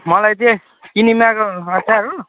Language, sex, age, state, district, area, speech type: Nepali, male, 18-30, West Bengal, Kalimpong, rural, conversation